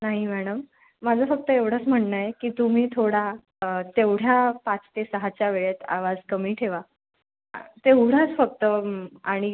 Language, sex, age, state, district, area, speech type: Marathi, female, 18-30, Maharashtra, Nashik, urban, conversation